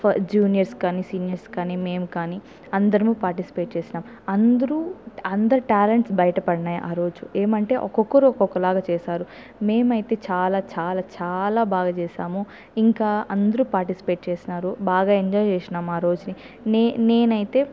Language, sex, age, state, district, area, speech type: Telugu, female, 18-30, Andhra Pradesh, Chittoor, rural, spontaneous